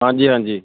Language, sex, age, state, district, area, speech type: Punjabi, male, 18-30, Punjab, Shaheed Bhagat Singh Nagar, urban, conversation